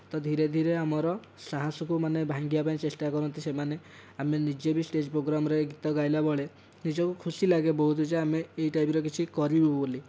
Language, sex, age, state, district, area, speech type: Odia, male, 18-30, Odisha, Dhenkanal, rural, spontaneous